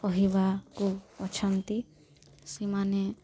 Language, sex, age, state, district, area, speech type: Odia, female, 18-30, Odisha, Nuapada, urban, spontaneous